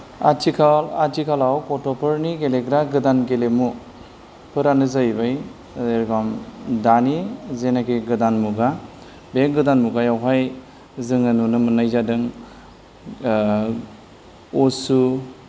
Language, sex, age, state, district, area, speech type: Bodo, male, 45-60, Assam, Kokrajhar, rural, spontaneous